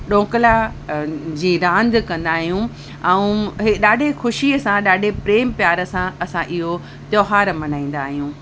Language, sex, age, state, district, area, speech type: Sindhi, female, 30-45, Uttar Pradesh, Lucknow, urban, spontaneous